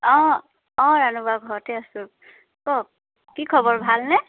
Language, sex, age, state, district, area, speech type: Assamese, female, 30-45, Assam, Dibrugarh, urban, conversation